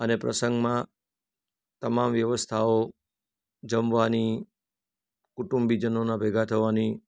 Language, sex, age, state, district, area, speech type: Gujarati, male, 45-60, Gujarat, Surat, rural, spontaneous